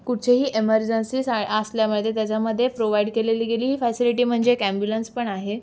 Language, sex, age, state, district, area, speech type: Marathi, female, 18-30, Maharashtra, Raigad, urban, spontaneous